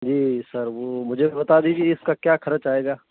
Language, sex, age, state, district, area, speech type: Urdu, male, 18-30, Uttar Pradesh, Saharanpur, urban, conversation